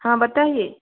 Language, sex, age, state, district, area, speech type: Hindi, female, 30-45, Rajasthan, Jodhpur, rural, conversation